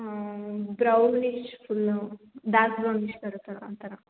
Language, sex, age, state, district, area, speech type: Kannada, female, 18-30, Karnataka, Hassan, rural, conversation